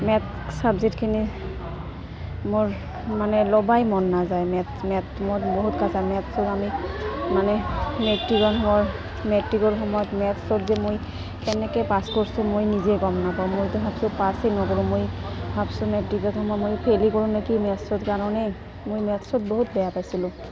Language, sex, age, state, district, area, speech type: Assamese, female, 30-45, Assam, Goalpara, rural, spontaneous